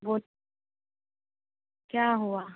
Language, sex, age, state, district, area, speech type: Hindi, female, 30-45, Bihar, Begusarai, urban, conversation